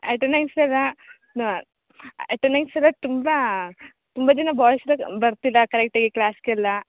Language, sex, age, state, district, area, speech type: Kannada, female, 18-30, Karnataka, Kodagu, rural, conversation